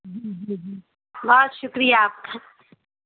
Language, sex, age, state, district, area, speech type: Urdu, female, 30-45, Bihar, Supaul, rural, conversation